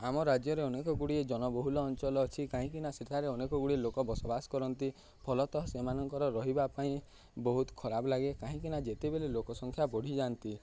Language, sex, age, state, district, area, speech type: Odia, male, 18-30, Odisha, Nuapada, urban, spontaneous